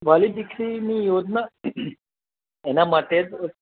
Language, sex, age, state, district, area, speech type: Gujarati, male, 30-45, Gujarat, Narmada, rural, conversation